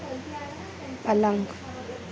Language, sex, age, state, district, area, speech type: Hindi, female, 18-30, Madhya Pradesh, Harda, urban, read